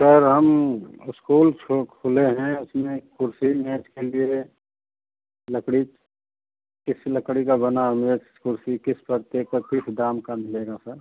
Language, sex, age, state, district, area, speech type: Hindi, male, 45-60, Uttar Pradesh, Chandauli, urban, conversation